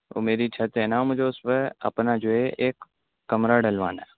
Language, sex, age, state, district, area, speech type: Urdu, male, 18-30, Delhi, East Delhi, urban, conversation